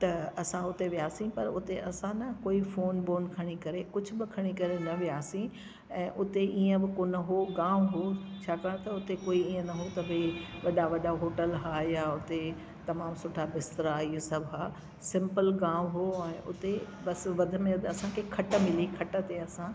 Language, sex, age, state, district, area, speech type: Sindhi, female, 60+, Delhi, South Delhi, urban, spontaneous